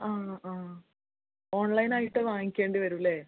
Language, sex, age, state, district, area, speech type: Malayalam, female, 18-30, Kerala, Malappuram, urban, conversation